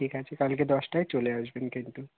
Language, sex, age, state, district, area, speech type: Bengali, male, 18-30, West Bengal, South 24 Parganas, rural, conversation